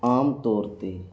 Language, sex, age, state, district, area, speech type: Punjabi, male, 18-30, Punjab, Muktsar, rural, spontaneous